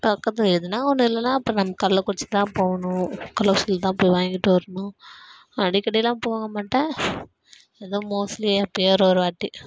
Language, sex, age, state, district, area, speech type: Tamil, female, 18-30, Tamil Nadu, Kallakurichi, rural, spontaneous